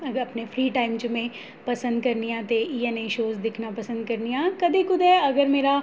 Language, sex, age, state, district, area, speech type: Dogri, female, 30-45, Jammu and Kashmir, Jammu, urban, spontaneous